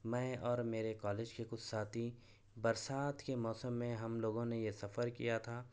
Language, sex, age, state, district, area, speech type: Urdu, male, 45-60, Telangana, Hyderabad, urban, spontaneous